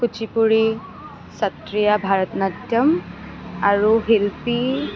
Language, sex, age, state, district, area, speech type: Assamese, female, 18-30, Assam, Kamrup Metropolitan, urban, spontaneous